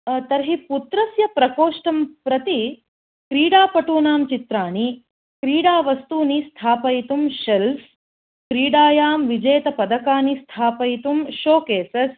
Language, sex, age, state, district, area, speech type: Sanskrit, female, 30-45, Karnataka, Hassan, urban, conversation